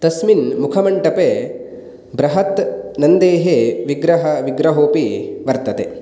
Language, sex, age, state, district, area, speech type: Sanskrit, male, 18-30, Karnataka, Uttara Kannada, rural, spontaneous